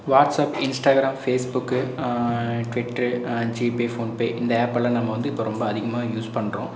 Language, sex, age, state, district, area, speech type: Tamil, male, 18-30, Tamil Nadu, Erode, rural, spontaneous